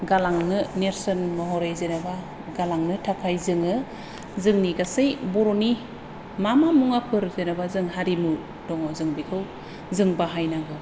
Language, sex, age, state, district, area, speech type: Bodo, female, 45-60, Assam, Kokrajhar, rural, spontaneous